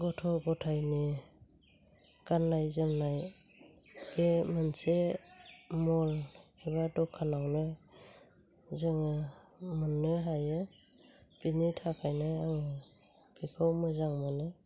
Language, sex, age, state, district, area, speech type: Bodo, female, 45-60, Assam, Chirang, rural, spontaneous